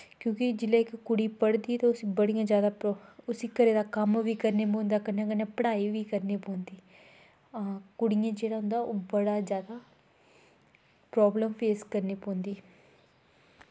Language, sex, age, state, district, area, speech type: Dogri, female, 18-30, Jammu and Kashmir, Kathua, rural, spontaneous